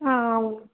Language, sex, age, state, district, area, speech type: Telugu, female, 18-30, Telangana, Medchal, urban, conversation